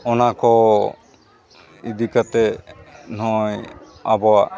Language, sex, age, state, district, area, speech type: Santali, male, 45-60, Jharkhand, East Singhbhum, rural, spontaneous